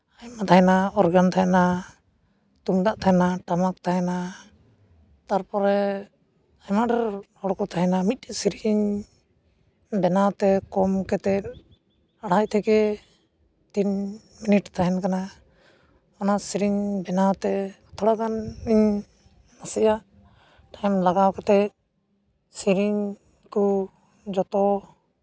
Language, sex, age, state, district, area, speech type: Santali, male, 18-30, West Bengal, Uttar Dinajpur, rural, spontaneous